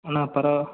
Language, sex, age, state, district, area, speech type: Tamil, male, 30-45, Tamil Nadu, Salem, rural, conversation